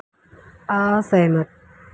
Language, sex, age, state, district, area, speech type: Hindi, female, 18-30, Madhya Pradesh, Harda, rural, read